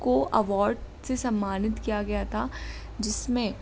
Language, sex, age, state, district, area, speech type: Hindi, female, 18-30, Madhya Pradesh, Hoshangabad, rural, spontaneous